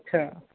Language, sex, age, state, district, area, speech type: Marathi, male, 18-30, Maharashtra, Osmanabad, rural, conversation